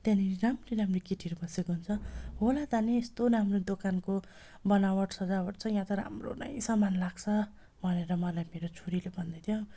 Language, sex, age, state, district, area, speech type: Nepali, female, 30-45, West Bengal, Darjeeling, rural, spontaneous